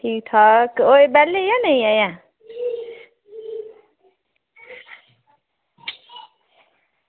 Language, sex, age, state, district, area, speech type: Dogri, female, 18-30, Jammu and Kashmir, Udhampur, rural, conversation